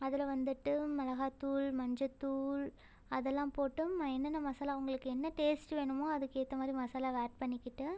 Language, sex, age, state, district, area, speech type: Tamil, female, 18-30, Tamil Nadu, Ariyalur, rural, spontaneous